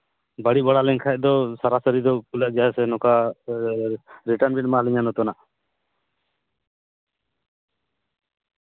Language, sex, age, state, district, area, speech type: Santali, male, 30-45, West Bengal, Purulia, rural, conversation